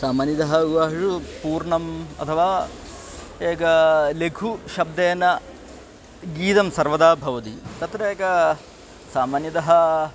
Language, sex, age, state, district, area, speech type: Sanskrit, male, 45-60, Kerala, Kollam, rural, spontaneous